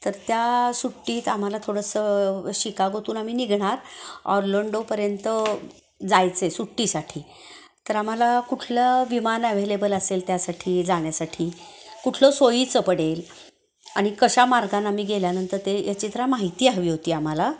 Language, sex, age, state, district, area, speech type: Marathi, female, 60+, Maharashtra, Kolhapur, urban, spontaneous